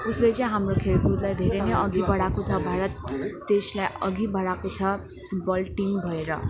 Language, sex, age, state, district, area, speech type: Nepali, female, 18-30, West Bengal, Kalimpong, rural, spontaneous